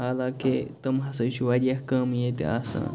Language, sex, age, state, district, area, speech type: Kashmiri, male, 30-45, Jammu and Kashmir, Kupwara, rural, spontaneous